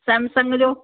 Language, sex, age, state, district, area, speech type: Sindhi, female, 45-60, Delhi, South Delhi, rural, conversation